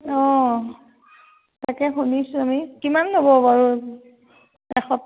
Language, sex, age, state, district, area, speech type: Assamese, female, 60+, Assam, Tinsukia, rural, conversation